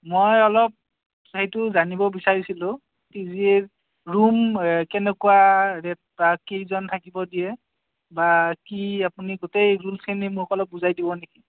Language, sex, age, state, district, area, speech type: Assamese, male, 30-45, Assam, Kamrup Metropolitan, urban, conversation